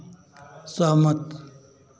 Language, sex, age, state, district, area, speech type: Hindi, male, 60+, Bihar, Madhepura, urban, read